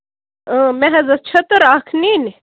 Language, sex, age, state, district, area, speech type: Kashmiri, female, 30-45, Jammu and Kashmir, Baramulla, rural, conversation